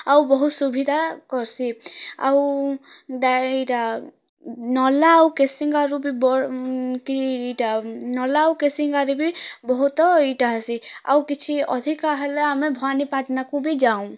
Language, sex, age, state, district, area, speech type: Odia, female, 18-30, Odisha, Kalahandi, rural, spontaneous